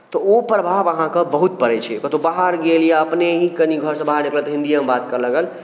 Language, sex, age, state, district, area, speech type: Maithili, male, 18-30, Bihar, Darbhanga, rural, spontaneous